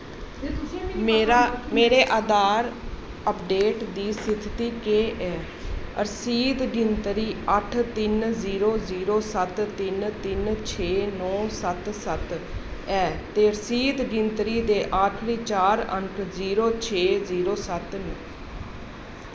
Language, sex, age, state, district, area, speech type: Dogri, female, 30-45, Jammu and Kashmir, Jammu, urban, read